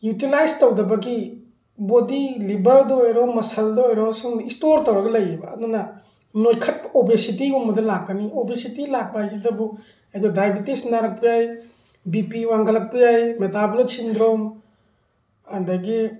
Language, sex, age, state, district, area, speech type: Manipuri, male, 45-60, Manipur, Thoubal, rural, spontaneous